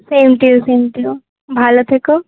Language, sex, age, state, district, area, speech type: Bengali, female, 18-30, West Bengal, Kolkata, urban, conversation